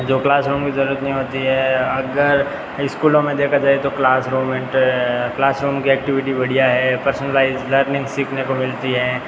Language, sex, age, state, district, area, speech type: Hindi, male, 18-30, Rajasthan, Jodhpur, urban, spontaneous